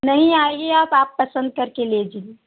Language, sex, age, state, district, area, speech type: Hindi, female, 45-60, Uttar Pradesh, Mau, urban, conversation